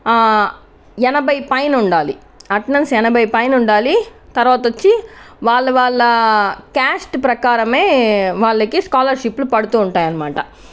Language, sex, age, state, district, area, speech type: Telugu, other, 30-45, Andhra Pradesh, Chittoor, rural, spontaneous